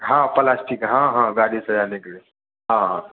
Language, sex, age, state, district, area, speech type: Hindi, male, 30-45, Bihar, Darbhanga, rural, conversation